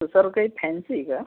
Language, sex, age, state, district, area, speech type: Marathi, male, 30-45, Maharashtra, Buldhana, rural, conversation